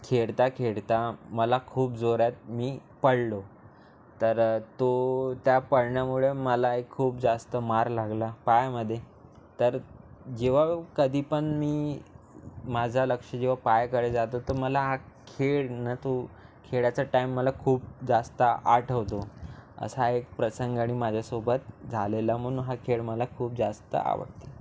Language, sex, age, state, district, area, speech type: Marathi, male, 18-30, Maharashtra, Nagpur, urban, spontaneous